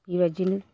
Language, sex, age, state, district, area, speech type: Bodo, male, 60+, Assam, Chirang, rural, spontaneous